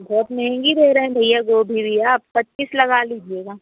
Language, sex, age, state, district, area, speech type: Hindi, female, 45-60, Madhya Pradesh, Bhopal, urban, conversation